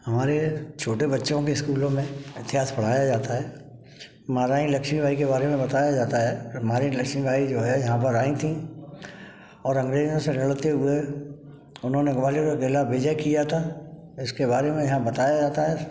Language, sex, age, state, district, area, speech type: Hindi, male, 60+, Madhya Pradesh, Gwalior, rural, spontaneous